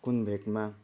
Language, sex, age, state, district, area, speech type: Nepali, male, 30-45, West Bengal, Kalimpong, rural, spontaneous